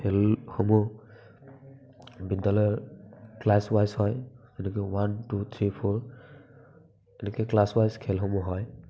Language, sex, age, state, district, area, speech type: Assamese, male, 18-30, Assam, Barpeta, rural, spontaneous